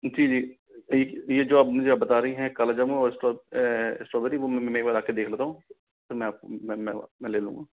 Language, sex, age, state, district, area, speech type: Hindi, male, 30-45, Rajasthan, Jaipur, urban, conversation